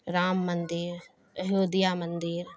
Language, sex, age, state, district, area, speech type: Urdu, female, 30-45, Bihar, Khagaria, rural, spontaneous